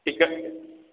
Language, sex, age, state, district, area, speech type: Odia, male, 45-60, Odisha, Ganjam, urban, conversation